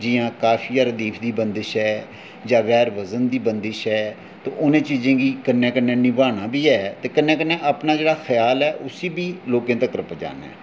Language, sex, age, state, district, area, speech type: Dogri, male, 45-60, Jammu and Kashmir, Jammu, urban, spontaneous